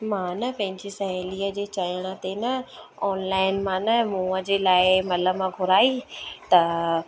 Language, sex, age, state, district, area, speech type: Sindhi, female, 30-45, Madhya Pradesh, Katni, urban, spontaneous